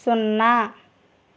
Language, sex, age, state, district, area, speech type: Telugu, female, 30-45, Andhra Pradesh, East Godavari, rural, read